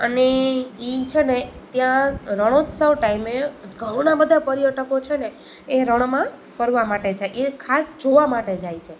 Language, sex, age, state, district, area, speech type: Gujarati, female, 30-45, Gujarat, Rajkot, urban, spontaneous